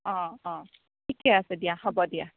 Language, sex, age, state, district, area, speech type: Assamese, female, 18-30, Assam, Morigaon, rural, conversation